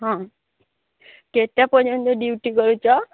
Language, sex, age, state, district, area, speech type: Odia, female, 18-30, Odisha, Sambalpur, rural, conversation